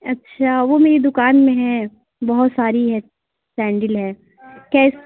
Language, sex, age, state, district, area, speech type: Urdu, female, 60+, Uttar Pradesh, Lucknow, urban, conversation